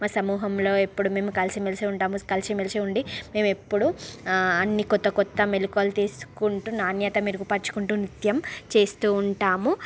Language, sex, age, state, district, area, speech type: Telugu, female, 30-45, Andhra Pradesh, Srikakulam, urban, spontaneous